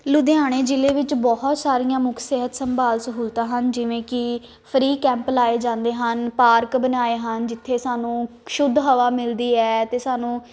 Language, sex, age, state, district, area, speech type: Punjabi, female, 18-30, Punjab, Ludhiana, urban, spontaneous